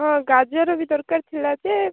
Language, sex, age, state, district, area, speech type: Odia, female, 18-30, Odisha, Rayagada, rural, conversation